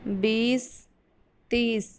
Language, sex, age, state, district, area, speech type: Urdu, female, 18-30, Maharashtra, Nashik, urban, spontaneous